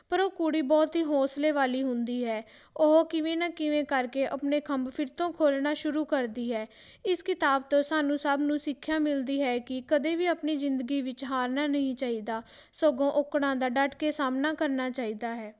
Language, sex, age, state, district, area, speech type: Punjabi, female, 18-30, Punjab, Patiala, rural, spontaneous